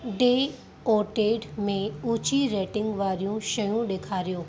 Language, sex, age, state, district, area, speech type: Sindhi, female, 30-45, Uttar Pradesh, Lucknow, urban, read